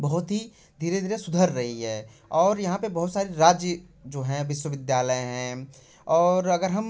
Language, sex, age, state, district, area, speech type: Hindi, male, 18-30, Uttar Pradesh, Prayagraj, urban, spontaneous